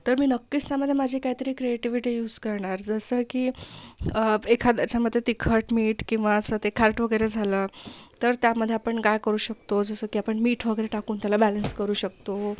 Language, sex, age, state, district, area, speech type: Marathi, female, 30-45, Maharashtra, Amravati, urban, spontaneous